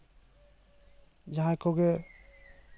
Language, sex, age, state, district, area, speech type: Santali, male, 30-45, West Bengal, Jhargram, rural, spontaneous